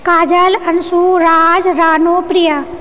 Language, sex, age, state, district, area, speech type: Maithili, female, 30-45, Bihar, Purnia, rural, spontaneous